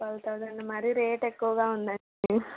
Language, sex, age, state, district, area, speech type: Telugu, female, 18-30, Andhra Pradesh, Srikakulam, urban, conversation